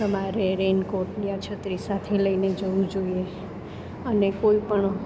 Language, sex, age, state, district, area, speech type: Gujarati, female, 30-45, Gujarat, Surat, urban, spontaneous